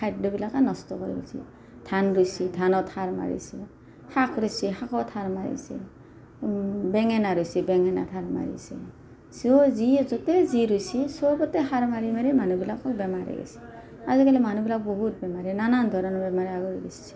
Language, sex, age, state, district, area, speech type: Assamese, female, 60+, Assam, Morigaon, rural, spontaneous